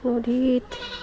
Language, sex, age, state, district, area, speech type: Assamese, female, 30-45, Assam, Lakhimpur, rural, spontaneous